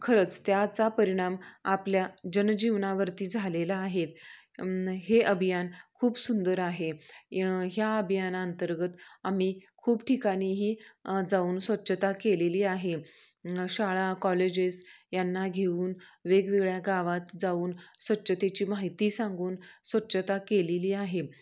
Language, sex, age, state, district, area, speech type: Marathi, female, 30-45, Maharashtra, Sangli, rural, spontaneous